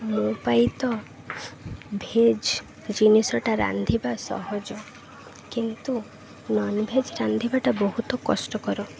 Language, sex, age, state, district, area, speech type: Odia, female, 18-30, Odisha, Malkangiri, urban, spontaneous